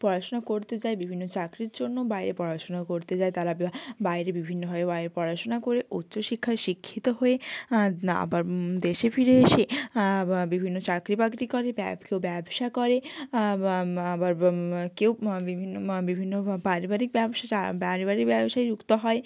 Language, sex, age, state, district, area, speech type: Bengali, female, 18-30, West Bengal, Jalpaiguri, rural, spontaneous